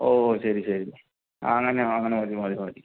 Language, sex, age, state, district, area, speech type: Malayalam, male, 30-45, Kerala, Palakkad, rural, conversation